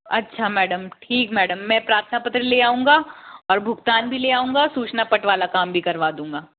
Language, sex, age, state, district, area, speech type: Hindi, female, 60+, Rajasthan, Jaipur, urban, conversation